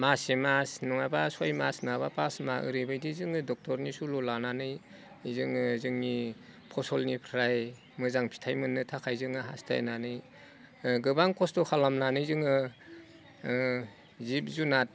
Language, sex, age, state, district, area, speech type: Bodo, male, 45-60, Assam, Udalguri, rural, spontaneous